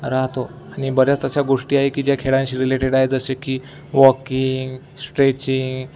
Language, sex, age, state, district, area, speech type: Marathi, male, 18-30, Maharashtra, Amravati, urban, spontaneous